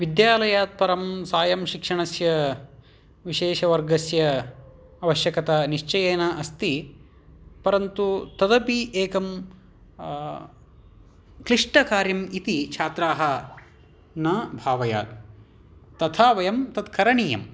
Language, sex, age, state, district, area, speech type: Sanskrit, male, 18-30, Karnataka, Vijayanagara, urban, spontaneous